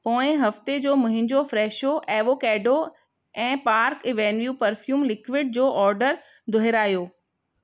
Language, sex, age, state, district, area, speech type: Sindhi, female, 45-60, Rajasthan, Ajmer, urban, read